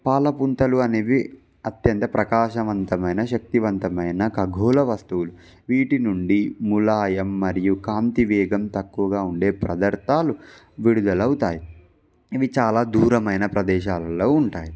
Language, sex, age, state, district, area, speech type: Telugu, male, 18-30, Andhra Pradesh, Palnadu, rural, spontaneous